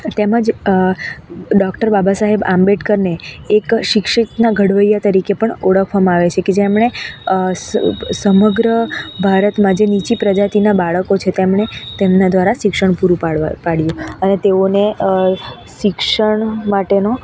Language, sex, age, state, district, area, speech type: Gujarati, female, 18-30, Gujarat, Narmada, urban, spontaneous